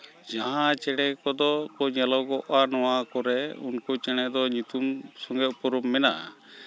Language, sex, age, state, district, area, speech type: Santali, male, 45-60, West Bengal, Malda, rural, spontaneous